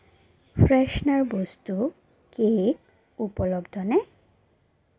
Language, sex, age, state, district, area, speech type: Assamese, female, 30-45, Assam, Sonitpur, rural, read